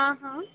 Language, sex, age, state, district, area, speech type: Hindi, female, 18-30, Madhya Pradesh, Chhindwara, urban, conversation